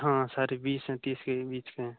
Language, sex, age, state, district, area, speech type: Hindi, male, 18-30, Rajasthan, Nagaur, rural, conversation